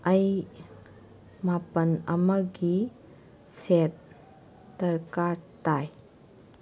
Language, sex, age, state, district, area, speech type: Manipuri, female, 30-45, Manipur, Kangpokpi, urban, read